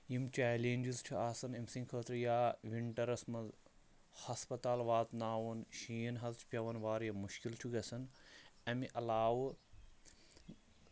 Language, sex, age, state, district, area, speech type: Kashmiri, male, 30-45, Jammu and Kashmir, Shopian, rural, spontaneous